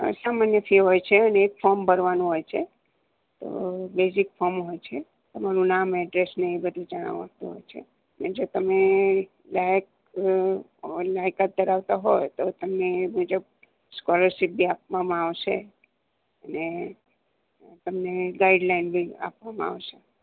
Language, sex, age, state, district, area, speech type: Gujarati, female, 60+, Gujarat, Ahmedabad, urban, conversation